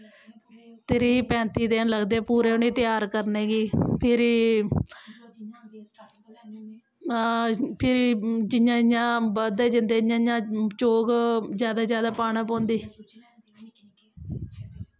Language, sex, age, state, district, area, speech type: Dogri, female, 30-45, Jammu and Kashmir, Kathua, rural, spontaneous